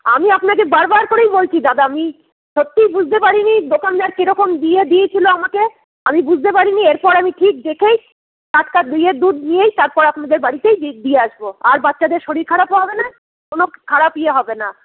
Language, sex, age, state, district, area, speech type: Bengali, female, 45-60, West Bengal, Paschim Bardhaman, urban, conversation